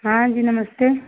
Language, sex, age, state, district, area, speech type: Hindi, female, 30-45, Uttar Pradesh, Chandauli, rural, conversation